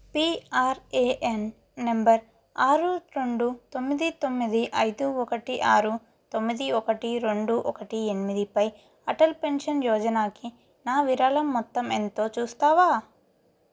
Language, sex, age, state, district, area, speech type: Telugu, female, 18-30, Telangana, Nalgonda, urban, read